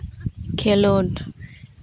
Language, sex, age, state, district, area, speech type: Santali, female, 18-30, West Bengal, Malda, rural, read